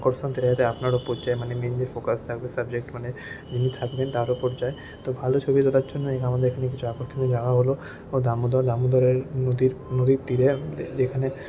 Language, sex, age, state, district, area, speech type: Bengali, male, 18-30, West Bengal, Paschim Bardhaman, rural, spontaneous